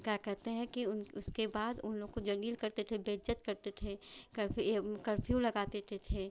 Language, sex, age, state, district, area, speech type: Hindi, female, 45-60, Uttar Pradesh, Chandauli, rural, spontaneous